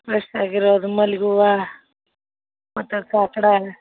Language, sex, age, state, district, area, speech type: Kannada, female, 30-45, Karnataka, Dharwad, urban, conversation